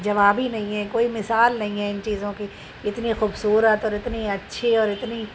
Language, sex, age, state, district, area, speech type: Urdu, female, 45-60, Uttar Pradesh, Shahjahanpur, urban, spontaneous